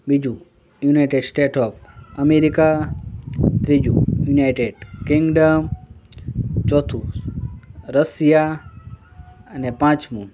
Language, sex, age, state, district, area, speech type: Gujarati, male, 60+, Gujarat, Morbi, rural, spontaneous